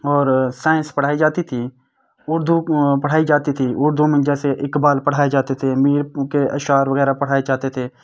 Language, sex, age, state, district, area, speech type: Urdu, male, 18-30, Jammu and Kashmir, Srinagar, urban, spontaneous